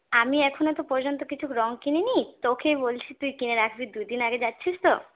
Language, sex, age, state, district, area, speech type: Bengali, female, 18-30, West Bengal, Purulia, urban, conversation